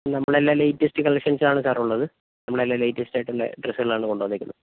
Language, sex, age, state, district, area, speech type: Malayalam, male, 30-45, Kerala, Wayanad, rural, conversation